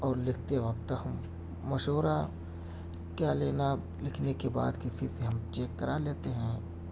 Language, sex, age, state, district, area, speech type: Urdu, male, 30-45, Uttar Pradesh, Mau, urban, spontaneous